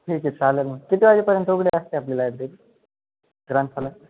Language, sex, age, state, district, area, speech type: Marathi, male, 18-30, Maharashtra, Ahmednagar, rural, conversation